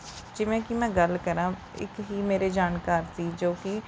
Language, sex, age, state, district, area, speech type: Punjabi, female, 18-30, Punjab, Rupnagar, urban, spontaneous